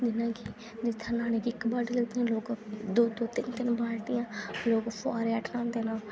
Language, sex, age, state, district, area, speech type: Dogri, female, 18-30, Jammu and Kashmir, Kathua, rural, spontaneous